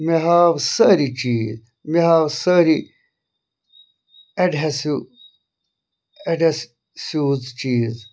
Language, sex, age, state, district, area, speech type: Kashmiri, other, 45-60, Jammu and Kashmir, Bandipora, rural, read